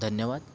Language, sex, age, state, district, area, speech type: Marathi, male, 18-30, Maharashtra, Thane, urban, spontaneous